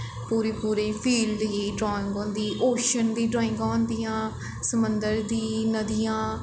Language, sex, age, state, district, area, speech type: Dogri, female, 18-30, Jammu and Kashmir, Jammu, urban, spontaneous